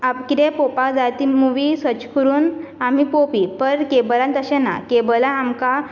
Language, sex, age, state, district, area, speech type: Goan Konkani, female, 18-30, Goa, Bardez, urban, spontaneous